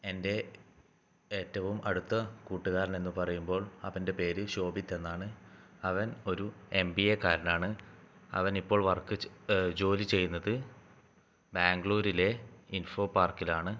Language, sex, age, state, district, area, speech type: Malayalam, male, 18-30, Kerala, Kannur, rural, spontaneous